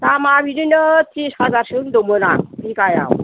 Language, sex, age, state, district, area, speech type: Bodo, female, 60+, Assam, Kokrajhar, rural, conversation